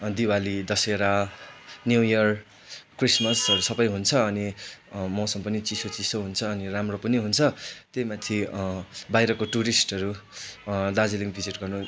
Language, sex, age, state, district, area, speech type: Nepali, male, 18-30, West Bengal, Darjeeling, rural, spontaneous